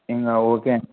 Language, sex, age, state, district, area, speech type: Telugu, male, 18-30, Andhra Pradesh, Anantapur, urban, conversation